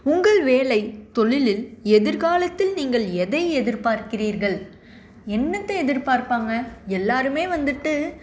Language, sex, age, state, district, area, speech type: Tamil, female, 18-30, Tamil Nadu, Salem, rural, spontaneous